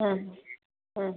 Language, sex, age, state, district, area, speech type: Tamil, female, 45-60, Tamil Nadu, Coimbatore, rural, conversation